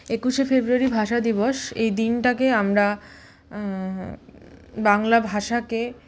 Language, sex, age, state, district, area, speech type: Bengali, female, 30-45, West Bengal, Malda, rural, spontaneous